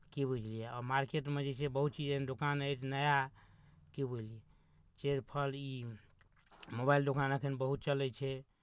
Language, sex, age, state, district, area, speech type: Maithili, male, 30-45, Bihar, Darbhanga, rural, spontaneous